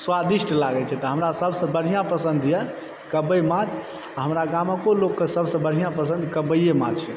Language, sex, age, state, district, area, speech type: Maithili, male, 30-45, Bihar, Supaul, rural, spontaneous